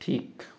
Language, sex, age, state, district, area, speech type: Bengali, male, 30-45, West Bengal, Bankura, urban, read